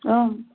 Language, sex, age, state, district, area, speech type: Sanskrit, female, 30-45, Andhra Pradesh, East Godavari, rural, conversation